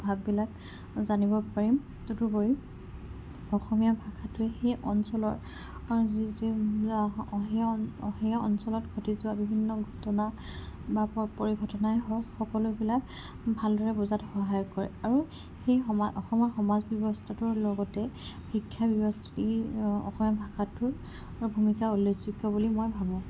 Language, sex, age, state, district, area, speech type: Assamese, female, 18-30, Assam, Kamrup Metropolitan, urban, spontaneous